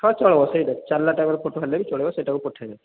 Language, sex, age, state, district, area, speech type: Odia, male, 30-45, Odisha, Sambalpur, rural, conversation